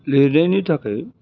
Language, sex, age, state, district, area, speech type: Bodo, male, 60+, Assam, Udalguri, urban, spontaneous